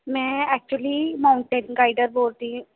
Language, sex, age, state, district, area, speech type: Dogri, female, 18-30, Jammu and Kashmir, Kathua, rural, conversation